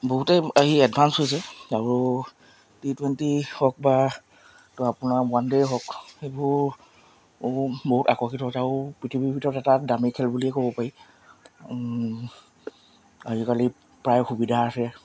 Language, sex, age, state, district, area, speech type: Assamese, male, 30-45, Assam, Charaideo, urban, spontaneous